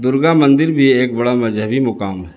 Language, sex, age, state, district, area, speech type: Urdu, male, 60+, Bihar, Gaya, urban, spontaneous